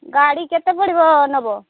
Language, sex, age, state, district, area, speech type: Odia, female, 45-60, Odisha, Angul, rural, conversation